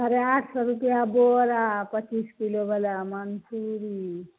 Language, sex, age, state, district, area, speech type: Maithili, female, 45-60, Bihar, Madhepura, rural, conversation